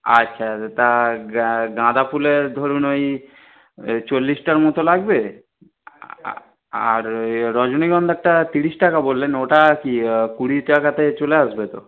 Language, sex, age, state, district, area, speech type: Bengali, male, 30-45, West Bengal, Darjeeling, rural, conversation